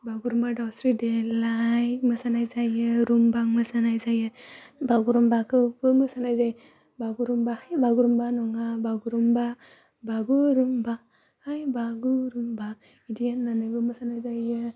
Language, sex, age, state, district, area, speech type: Bodo, female, 18-30, Assam, Udalguri, urban, spontaneous